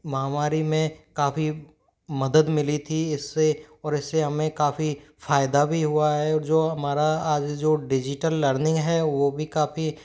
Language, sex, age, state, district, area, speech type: Hindi, male, 18-30, Rajasthan, Jaipur, urban, spontaneous